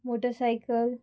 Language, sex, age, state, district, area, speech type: Goan Konkani, female, 18-30, Goa, Murmgao, urban, spontaneous